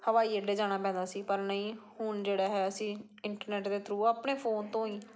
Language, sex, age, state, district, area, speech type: Punjabi, female, 30-45, Punjab, Patiala, rural, spontaneous